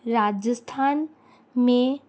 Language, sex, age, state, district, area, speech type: Sindhi, female, 18-30, Rajasthan, Ajmer, urban, spontaneous